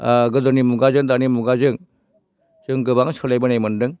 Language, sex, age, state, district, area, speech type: Bodo, male, 60+, Assam, Baksa, rural, spontaneous